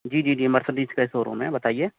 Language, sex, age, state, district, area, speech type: Urdu, male, 30-45, Delhi, East Delhi, urban, conversation